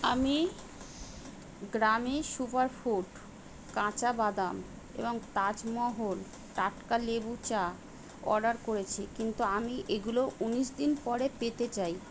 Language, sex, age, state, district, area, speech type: Bengali, female, 45-60, West Bengal, Kolkata, urban, read